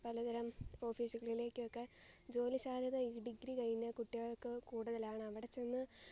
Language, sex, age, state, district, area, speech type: Malayalam, female, 18-30, Kerala, Alappuzha, rural, spontaneous